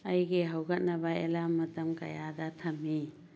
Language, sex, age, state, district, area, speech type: Manipuri, female, 45-60, Manipur, Churachandpur, urban, read